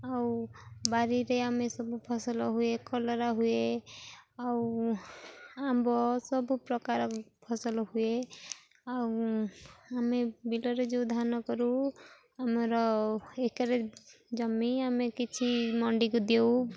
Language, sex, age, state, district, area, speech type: Odia, female, 18-30, Odisha, Jagatsinghpur, rural, spontaneous